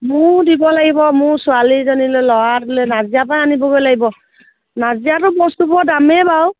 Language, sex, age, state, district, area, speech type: Assamese, female, 30-45, Assam, Sivasagar, rural, conversation